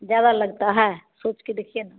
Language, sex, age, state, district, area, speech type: Hindi, female, 30-45, Bihar, Samastipur, rural, conversation